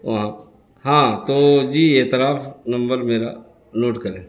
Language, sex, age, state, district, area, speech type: Urdu, male, 60+, Bihar, Gaya, urban, spontaneous